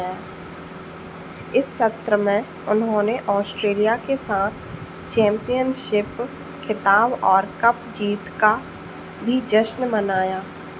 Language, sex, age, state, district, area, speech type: Hindi, female, 18-30, Madhya Pradesh, Narsinghpur, urban, read